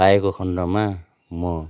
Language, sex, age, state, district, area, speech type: Nepali, male, 60+, West Bengal, Kalimpong, rural, spontaneous